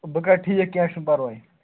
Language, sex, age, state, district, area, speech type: Kashmiri, male, 18-30, Jammu and Kashmir, Pulwama, urban, conversation